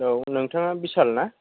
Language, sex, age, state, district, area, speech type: Bodo, male, 30-45, Assam, Kokrajhar, rural, conversation